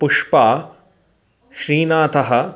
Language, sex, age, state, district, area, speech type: Sanskrit, male, 30-45, Karnataka, Mysore, urban, spontaneous